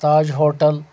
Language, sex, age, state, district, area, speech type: Kashmiri, male, 60+, Jammu and Kashmir, Anantnag, rural, spontaneous